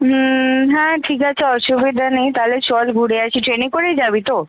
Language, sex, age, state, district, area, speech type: Bengali, female, 18-30, West Bengal, Kolkata, urban, conversation